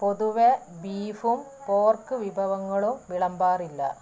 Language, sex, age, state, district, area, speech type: Malayalam, female, 30-45, Kerala, Malappuram, rural, read